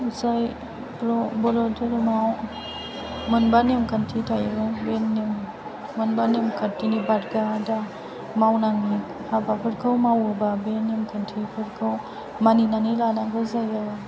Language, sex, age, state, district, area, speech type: Bodo, female, 18-30, Assam, Chirang, urban, spontaneous